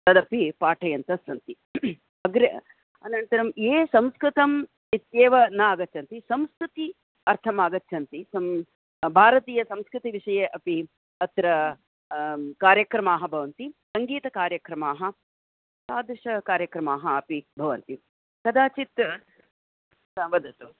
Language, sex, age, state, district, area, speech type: Sanskrit, female, 60+, Karnataka, Bangalore Urban, urban, conversation